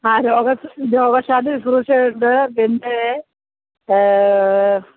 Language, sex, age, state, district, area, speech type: Malayalam, female, 45-60, Kerala, Kollam, rural, conversation